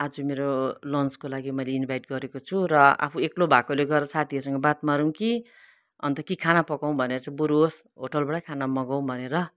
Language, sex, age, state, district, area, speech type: Nepali, female, 60+, West Bengal, Kalimpong, rural, spontaneous